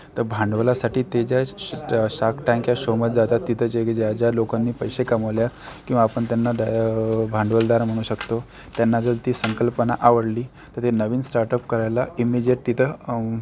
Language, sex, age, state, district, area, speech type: Marathi, male, 18-30, Maharashtra, Akola, rural, spontaneous